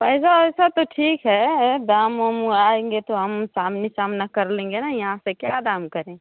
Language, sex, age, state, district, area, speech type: Hindi, female, 30-45, Uttar Pradesh, Mau, rural, conversation